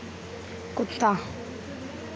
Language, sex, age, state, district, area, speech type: Hindi, female, 18-30, Madhya Pradesh, Harda, urban, read